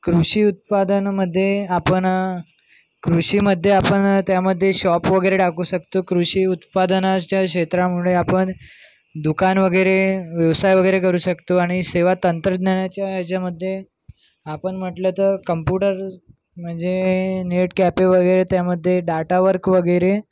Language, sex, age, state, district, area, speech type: Marathi, male, 18-30, Maharashtra, Nagpur, urban, spontaneous